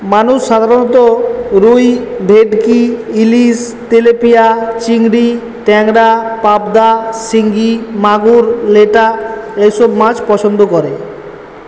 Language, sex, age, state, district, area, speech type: Bengali, male, 18-30, West Bengal, Purba Bardhaman, urban, spontaneous